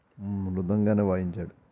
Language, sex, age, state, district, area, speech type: Telugu, male, 18-30, Andhra Pradesh, Eluru, urban, spontaneous